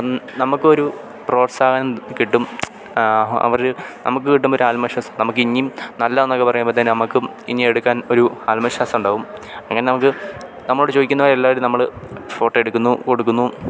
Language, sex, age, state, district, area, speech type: Malayalam, male, 18-30, Kerala, Idukki, rural, spontaneous